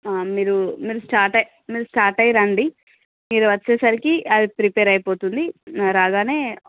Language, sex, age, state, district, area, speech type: Telugu, female, 18-30, Andhra Pradesh, Srikakulam, urban, conversation